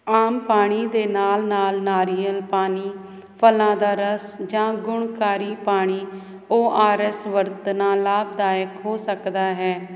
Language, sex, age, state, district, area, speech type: Punjabi, female, 30-45, Punjab, Hoshiarpur, urban, spontaneous